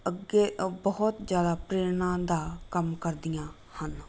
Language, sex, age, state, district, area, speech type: Punjabi, female, 30-45, Punjab, Rupnagar, rural, spontaneous